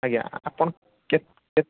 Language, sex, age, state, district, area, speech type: Odia, male, 18-30, Odisha, Puri, urban, conversation